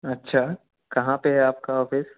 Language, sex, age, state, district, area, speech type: Hindi, male, 30-45, Madhya Pradesh, Jabalpur, urban, conversation